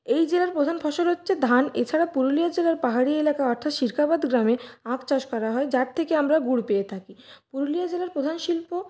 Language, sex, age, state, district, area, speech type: Bengali, female, 30-45, West Bengal, Purulia, urban, spontaneous